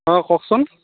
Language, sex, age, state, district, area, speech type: Assamese, male, 30-45, Assam, Morigaon, rural, conversation